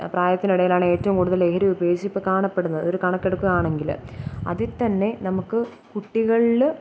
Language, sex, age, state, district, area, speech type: Malayalam, female, 18-30, Kerala, Kottayam, rural, spontaneous